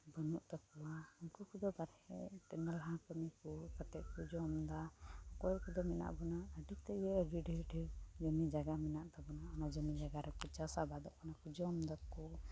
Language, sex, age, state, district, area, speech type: Santali, female, 18-30, West Bengal, Uttar Dinajpur, rural, spontaneous